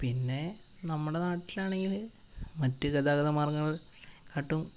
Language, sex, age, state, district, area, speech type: Malayalam, male, 18-30, Kerala, Wayanad, rural, spontaneous